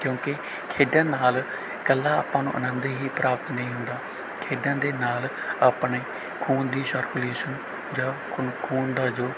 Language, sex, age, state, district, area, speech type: Punjabi, male, 18-30, Punjab, Bathinda, rural, spontaneous